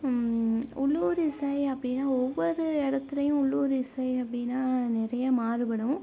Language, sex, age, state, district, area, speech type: Tamil, female, 30-45, Tamil Nadu, Tiruvarur, rural, spontaneous